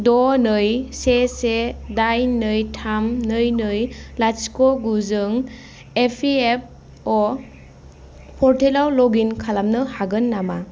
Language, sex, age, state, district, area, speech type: Bodo, female, 18-30, Assam, Kokrajhar, rural, read